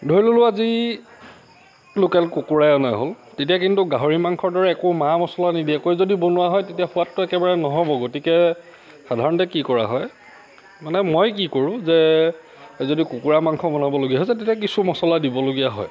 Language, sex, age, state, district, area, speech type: Assamese, male, 45-60, Assam, Lakhimpur, rural, spontaneous